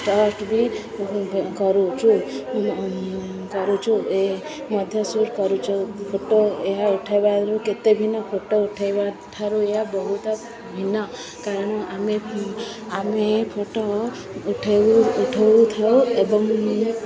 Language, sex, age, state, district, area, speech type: Odia, female, 30-45, Odisha, Sundergarh, urban, spontaneous